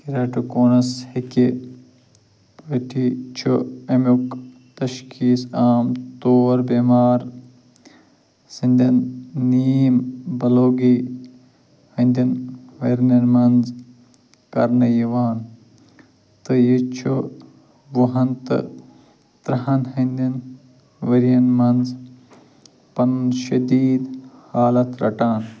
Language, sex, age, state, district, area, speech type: Kashmiri, male, 45-60, Jammu and Kashmir, Ganderbal, rural, read